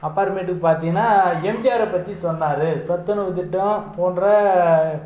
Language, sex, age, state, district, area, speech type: Tamil, male, 30-45, Tamil Nadu, Dharmapuri, urban, spontaneous